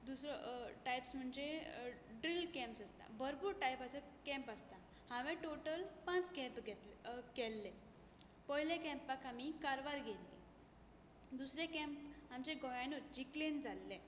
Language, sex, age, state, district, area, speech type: Goan Konkani, female, 18-30, Goa, Tiswadi, rural, spontaneous